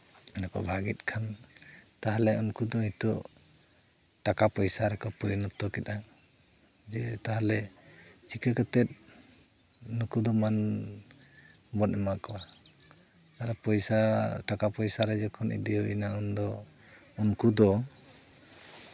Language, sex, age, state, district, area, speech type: Santali, male, 45-60, West Bengal, Purulia, rural, spontaneous